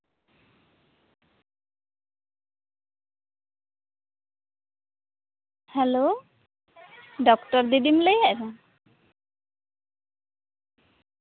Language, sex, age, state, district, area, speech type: Santali, female, 18-30, West Bengal, Bankura, rural, conversation